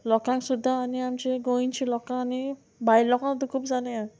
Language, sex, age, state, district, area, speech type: Goan Konkani, female, 30-45, Goa, Murmgao, rural, spontaneous